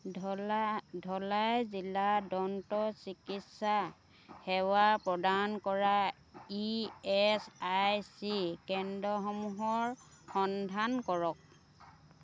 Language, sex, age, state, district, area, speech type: Assamese, female, 60+, Assam, Dhemaji, rural, read